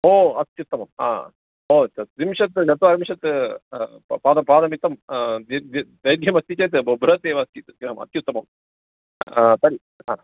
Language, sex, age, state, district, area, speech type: Sanskrit, male, 45-60, Karnataka, Bangalore Urban, urban, conversation